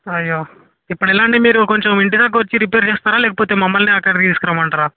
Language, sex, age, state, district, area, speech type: Telugu, male, 18-30, Telangana, Vikarabad, urban, conversation